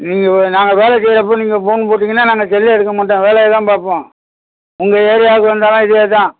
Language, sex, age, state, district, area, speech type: Tamil, male, 60+, Tamil Nadu, Thanjavur, rural, conversation